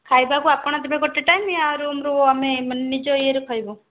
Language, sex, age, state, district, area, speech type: Odia, female, 18-30, Odisha, Jajpur, rural, conversation